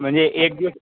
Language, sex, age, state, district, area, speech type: Marathi, male, 60+, Maharashtra, Nagpur, rural, conversation